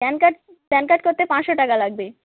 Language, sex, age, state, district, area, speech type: Bengali, female, 18-30, West Bengal, Dakshin Dinajpur, urban, conversation